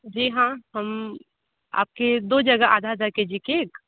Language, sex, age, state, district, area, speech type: Hindi, female, 30-45, Uttar Pradesh, Sonbhadra, rural, conversation